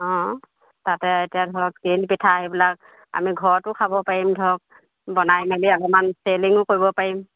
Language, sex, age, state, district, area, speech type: Assamese, female, 30-45, Assam, Charaideo, rural, conversation